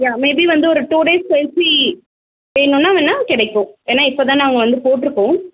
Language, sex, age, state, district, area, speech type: Tamil, female, 45-60, Tamil Nadu, Pudukkottai, rural, conversation